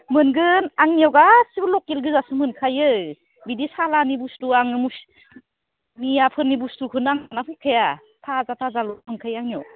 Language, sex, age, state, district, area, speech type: Bodo, female, 30-45, Assam, Udalguri, urban, conversation